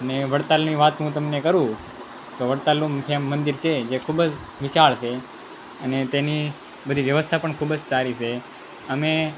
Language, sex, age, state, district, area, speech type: Gujarati, male, 18-30, Gujarat, Anand, rural, spontaneous